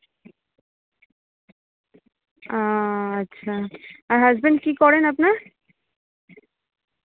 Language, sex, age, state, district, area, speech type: Bengali, female, 30-45, West Bengal, Kolkata, urban, conversation